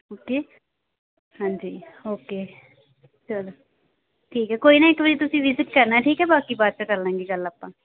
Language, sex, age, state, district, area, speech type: Punjabi, female, 18-30, Punjab, Amritsar, rural, conversation